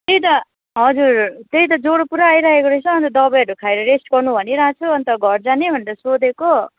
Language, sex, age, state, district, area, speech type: Nepali, female, 18-30, West Bengal, Kalimpong, rural, conversation